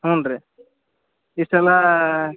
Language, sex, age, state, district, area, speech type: Kannada, male, 18-30, Karnataka, Dharwad, rural, conversation